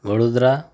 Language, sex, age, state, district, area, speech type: Gujarati, male, 30-45, Gujarat, Ahmedabad, urban, spontaneous